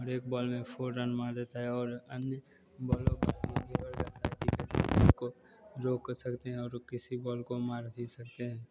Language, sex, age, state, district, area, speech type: Hindi, male, 18-30, Bihar, Begusarai, rural, spontaneous